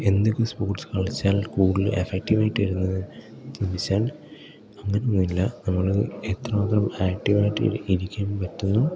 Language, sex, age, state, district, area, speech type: Malayalam, male, 18-30, Kerala, Idukki, rural, spontaneous